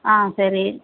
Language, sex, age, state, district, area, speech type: Tamil, female, 60+, Tamil Nadu, Perambalur, rural, conversation